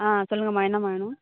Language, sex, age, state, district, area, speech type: Tamil, female, 18-30, Tamil Nadu, Thanjavur, urban, conversation